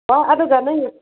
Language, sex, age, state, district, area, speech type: Manipuri, female, 30-45, Manipur, Senapati, rural, conversation